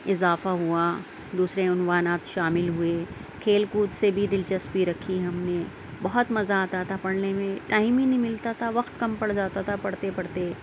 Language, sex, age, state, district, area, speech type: Urdu, female, 30-45, Delhi, Central Delhi, urban, spontaneous